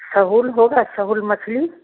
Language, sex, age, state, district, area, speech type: Hindi, female, 60+, Bihar, Begusarai, rural, conversation